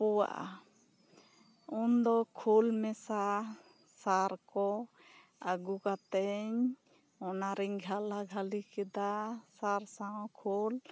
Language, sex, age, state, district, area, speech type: Santali, female, 30-45, West Bengal, Bankura, rural, spontaneous